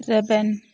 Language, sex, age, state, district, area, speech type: Santali, female, 30-45, West Bengal, Bankura, rural, read